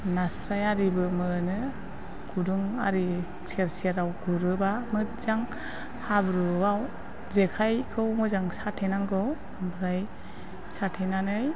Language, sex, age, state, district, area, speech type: Bodo, female, 45-60, Assam, Chirang, urban, spontaneous